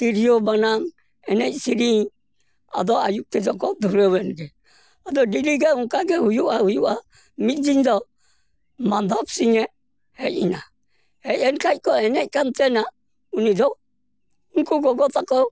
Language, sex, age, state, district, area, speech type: Santali, male, 60+, West Bengal, Purulia, rural, spontaneous